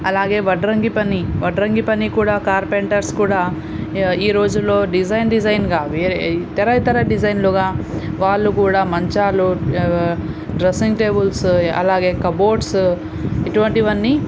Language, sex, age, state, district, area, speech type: Telugu, female, 18-30, Andhra Pradesh, Nandyal, rural, spontaneous